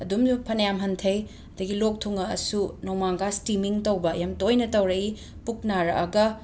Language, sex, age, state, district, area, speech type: Manipuri, female, 30-45, Manipur, Imphal West, urban, spontaneous